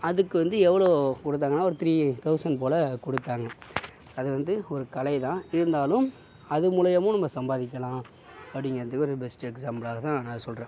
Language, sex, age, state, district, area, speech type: Tamil, male, 60+, Tamil Nadu, Mayiladuthurai, rural, spontaneous